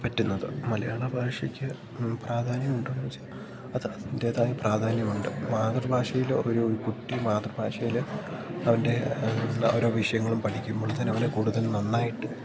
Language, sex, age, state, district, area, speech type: Malayalam, male, 18-30, Kerala, Idukki, rural, spontaneous